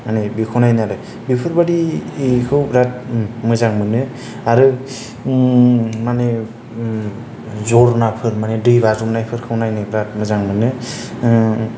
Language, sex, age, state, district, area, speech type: Bodo, male, 30-45, Assam, Kokrajhar, rural, spontaneous